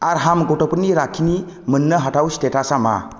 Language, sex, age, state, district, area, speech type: Bodo, male, 18-30, Assam, Kokrajhar, rural, read